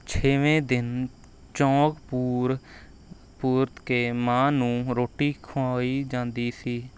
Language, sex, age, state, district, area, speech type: Punjabi, male, 18-30, Punjab, Rupnagar, urban, spontaneous